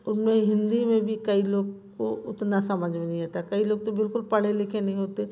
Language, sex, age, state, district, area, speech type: Hindi, female, 45-60, Madhya Pradesh, Jabalpur, urban, spontaneous